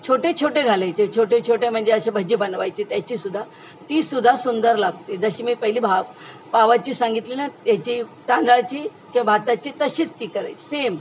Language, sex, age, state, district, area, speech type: Marathi, female, 60+, Maharashtra, Mumbai Suburban, urban, spontaneous